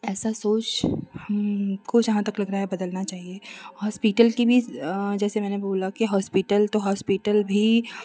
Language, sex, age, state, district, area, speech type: Hindi, female, 30-45, Uttar Pradesh, Chandauli, urban, spontaneous